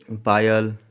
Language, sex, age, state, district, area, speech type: Maithili, male, 18-30, Bihar, Darbhanga, rural, spontaneous